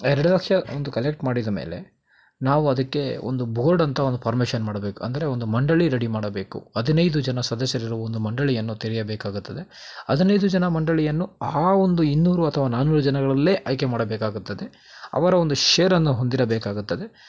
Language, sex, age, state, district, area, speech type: Kannada, male, 30-45, Karnataka, Kolar, rural, spontaneous